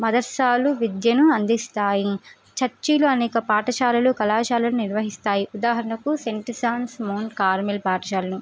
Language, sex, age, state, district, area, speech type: Telugu, female, 18-30, Telangana, Suryapet, urban, spontaneous